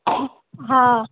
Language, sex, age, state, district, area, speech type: Sindhi, female, 45-60, Uttar Pradesh, Lucknow, urban, conversation